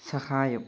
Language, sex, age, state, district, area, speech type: Malayalam, male, 18-30, Kerala, Wayanad, rural, read